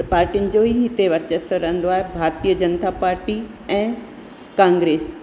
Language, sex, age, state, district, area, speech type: Sindhi, female, 60+, Rajasthan, Ajmer, urban, spontaneous